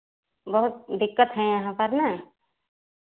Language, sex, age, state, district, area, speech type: Hindi, female, 45-60, Uttar Pradesh, Ayodhya, rural, conversation